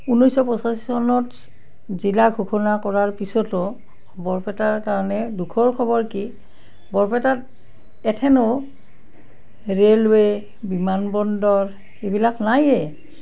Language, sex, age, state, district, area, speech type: Assamese, female, 60+, Assam, Barpeta, rural, spontaneous